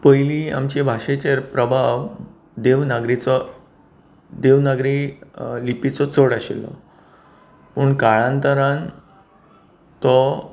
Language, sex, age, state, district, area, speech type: Goan Konkani, male, 45-60, Goa, Bardez, urban, spontaneous